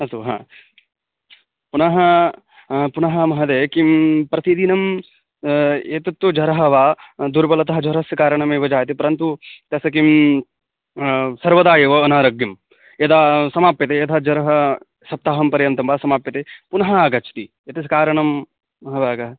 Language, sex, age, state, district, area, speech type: Sanskrit, male, 18-30, West Bengal, Dakshin Dinajpur, rural, conversation